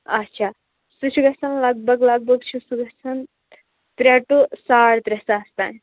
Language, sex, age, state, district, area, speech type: Kashmiri, female, 18-30, Jammu and Kashmir, Shopian, rural, conversation